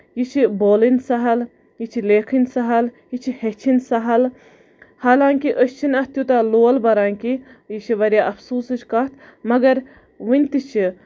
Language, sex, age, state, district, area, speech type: Kashmiri, female, 18-30, Jammu and Kashmir, Budgam, rural, spontaneous